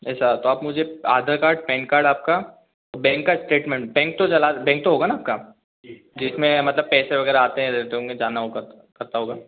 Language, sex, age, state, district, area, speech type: Hindi, male, 18-30, Madhya Pradesh, Indore, urban, conversation